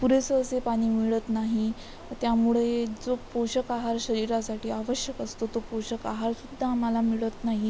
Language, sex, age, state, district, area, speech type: Marathi, female, 18-30, Maharashtra, Amravati, rural, spontaneous